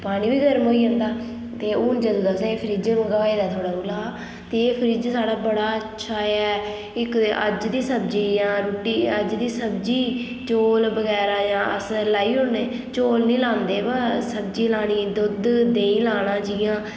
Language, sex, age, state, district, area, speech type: Dogri, female, 18-30, Jammu and Kashmir, Udhampur, rural, spontaneous